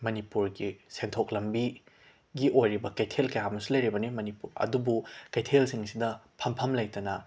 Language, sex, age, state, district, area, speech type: Manipuri, male, 18-30, Manipur, Imphal West, rural, spontaneous